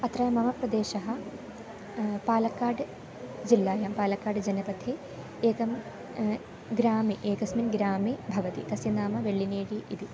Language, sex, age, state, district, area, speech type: Sanskrit, female, 18-30, Kerala, Palakkad, rural, spontaneous